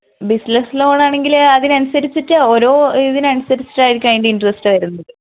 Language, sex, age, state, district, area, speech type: Malayalam, female, 18-30, Kerala, Wayanad, rural, conversation